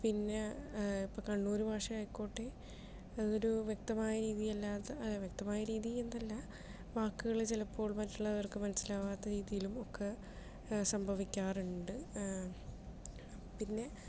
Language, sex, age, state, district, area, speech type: Malayalam, female, 30-45, Kerala, Palakkad, rural, spontaneous